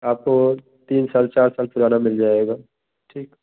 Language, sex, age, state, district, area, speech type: Hindi, male, 30-45, Uttar Pradesh, Bhadohi, rural, conversation